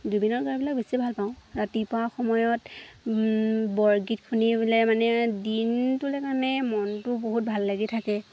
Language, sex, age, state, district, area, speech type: Assamese, female, 18-30, Assam, Lakhimpur, rural, spontaneous